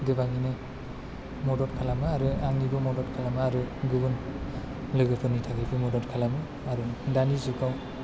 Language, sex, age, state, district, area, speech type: Bodo, male, 18-30, Assam, Chirang, urban, spontaneous